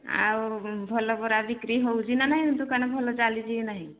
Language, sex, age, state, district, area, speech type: Odia, female, 45-60, Odisha, Angul, rural, conversation